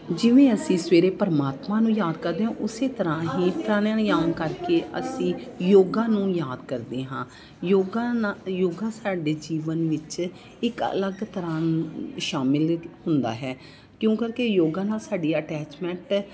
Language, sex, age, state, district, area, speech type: Punjabi, female, 45-60, Punjab, Jalandhar, urban, spontaneous